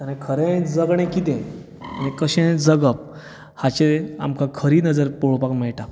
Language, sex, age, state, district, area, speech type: Goan Konkani, male, 30-45, Goa, Bardez, rural, spontaneous